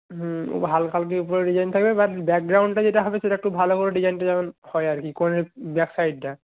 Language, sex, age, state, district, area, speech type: Bengali, male, 18-30, West Bengal, Purba Medinipur, rural, conversation